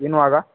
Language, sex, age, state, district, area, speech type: Marathi, male, 18-30, Maharashtra, Jalna, urban, conversation